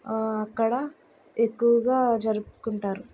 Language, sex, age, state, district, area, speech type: Telugu, female, 60+, Andhra Pradesh, Vizianagaram, rural, spontaneous